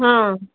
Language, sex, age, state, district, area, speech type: Odia, female, 60+, Odisha, Gajapati, rural, conversation